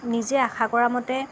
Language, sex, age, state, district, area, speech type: Assamese, female, 30-45, Assam, Lakhimpur, rural, spontaneous